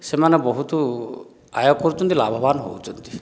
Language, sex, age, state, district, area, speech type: Odia, male, 60+, Odisha, Dhenkanal, rural, spontaneous